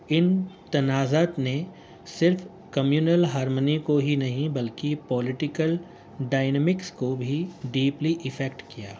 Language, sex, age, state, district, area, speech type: Urdu, male, 45-60, Uttar Pradesh, Gautam Buddha Nagar, urban, spontaneous